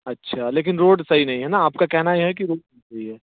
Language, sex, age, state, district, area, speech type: Hindi, male, 30-45, Uttar Pradesh, Mirzapur, rural, conversation